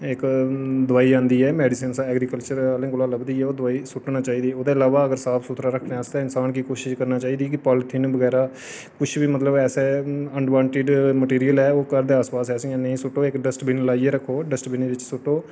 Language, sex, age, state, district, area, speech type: Dogri, male, 30-45, Jammu and Kashmir, Reasi, urban, spontaneous